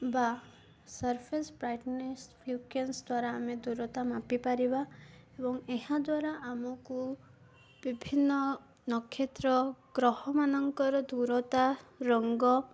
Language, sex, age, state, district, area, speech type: Odia, female, 18-30, Odisha, Koraput, urban, spontaneous